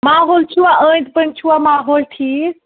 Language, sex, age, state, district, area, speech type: Kashmiri, female, 30-45, Jammu and Kashmir, Pulwama, rural, conversation